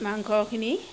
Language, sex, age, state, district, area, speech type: Assamese, female, 30-45, Assam, Sivasagar, rural, spontaneous